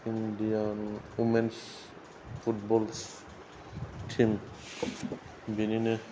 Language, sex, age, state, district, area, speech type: Bodo, male, 45-60, Assam, Kokrajhar, rural, spontaneous